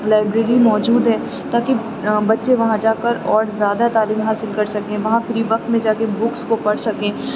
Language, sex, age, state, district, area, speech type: Urdu, female, 18-30, Uttar Pradesh, Aligarh, urban, spontaneous